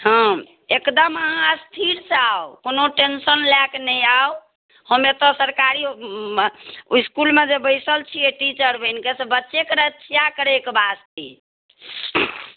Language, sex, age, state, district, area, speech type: Maithili, female, 60+, Bihar, Darbhanga, rural, conversation